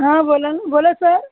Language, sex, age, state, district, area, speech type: Marathi, female, 30-45, Maharashtra, Buldhana, rural, conversation